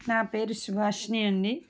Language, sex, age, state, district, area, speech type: Telugu, female, 45-60, Andhra Pradesh, Nellore, urban, spontaneous